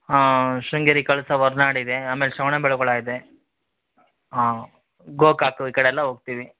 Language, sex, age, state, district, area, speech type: Kannada, male, 30-45, Karnataka, Shimoga, urban, conversation